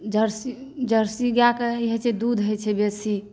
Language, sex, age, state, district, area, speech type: Maithili, female, 18-30, Bihar, Saharsa, rural, spontaneous